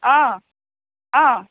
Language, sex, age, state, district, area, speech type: Assamese, female, 30-45, Assam, Golaghat, urban, conversation